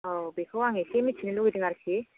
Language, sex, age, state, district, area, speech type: Bodo, female, 30-45, Assam, Kokrajhar, rural, conversation